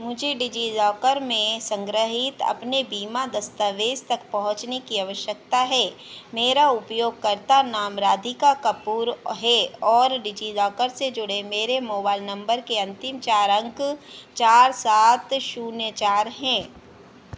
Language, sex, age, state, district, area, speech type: Hindi, female, 30-45, Madhya Pradesh, Harda, urban, read